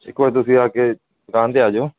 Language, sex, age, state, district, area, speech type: Punjabi, male, 45-60, Punjab, Barnala, rural, conversation